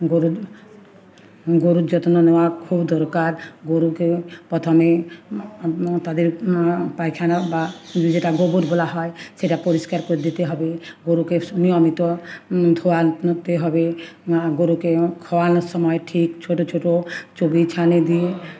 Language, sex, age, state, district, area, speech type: Bengali, female, 45-60, West Bengal, Uttar Dinajpur, urban, spontaneous